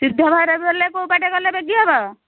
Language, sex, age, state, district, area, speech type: Odia, female, 30-45, Odisha, Nayagarh, rural, conversation